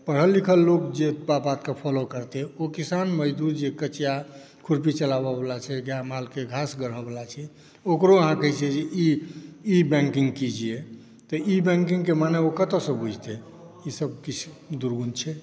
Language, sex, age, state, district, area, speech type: Maithili, male, 60+, Bihar, Saharsa, urban, spontaneous